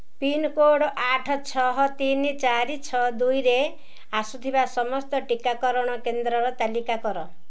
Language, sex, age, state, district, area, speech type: Odia, female, 45-60, Odisha, Ganjam, urban, read